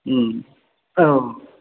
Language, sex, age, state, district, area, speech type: Bodo, male, 30-45, Assam, Kokrajhar, urban, conversation